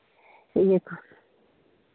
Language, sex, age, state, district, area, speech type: Santali, female, 30-45, West Bengal, Jhargram, rural, conversation